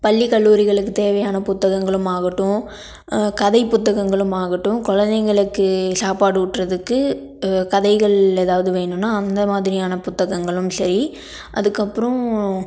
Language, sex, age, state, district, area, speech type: Tamil, female, 18-30, Tamil Nadu, Tiruppur, rural, spontaneous